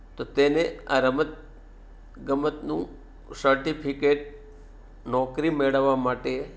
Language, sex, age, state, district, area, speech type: Gujarati, male, 45-60, Gujarat, Surat, urban, spontaneous